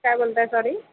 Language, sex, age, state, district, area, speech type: Marathi, female, 18-30, Maharashtra, Mumbai Suburban, urban, conversation